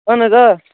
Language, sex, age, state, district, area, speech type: Kashmiri, male, 18-30, Jammu and Kashmir, Baramulla, rural, conversation